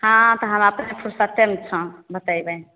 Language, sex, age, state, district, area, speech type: Maithili, female, 30-45, Bihar, Begusarai, rural, conversation